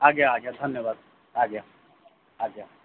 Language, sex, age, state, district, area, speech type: Odia, male, 45-60, Odisha, Sundergarh, rural, conversation